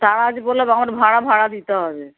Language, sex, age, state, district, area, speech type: Bengali, female, 60+, West Bengal, Dakshin Dinajpur, rural, conversation